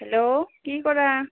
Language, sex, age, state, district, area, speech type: Assamese, female, 18-30, Assam, Goalpara, rural, conversation